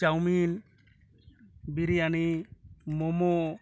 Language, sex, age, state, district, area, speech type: Bengali, male, 30-45, West Bengal, Uttar Dinajpur, rural, spontaneous